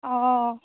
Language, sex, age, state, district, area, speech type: Assamese, female, 30-45, Assam, Barpeta, rural, conversation